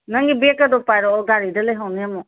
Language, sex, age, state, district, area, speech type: Manipuri, female, 30-45, Manipur, Imphal West, urban, conversation